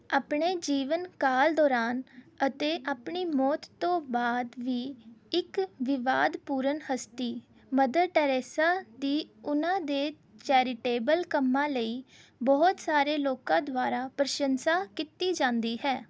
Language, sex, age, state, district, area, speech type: Punjabi, female, 18-30, Punjab, Rupnagar, urban, read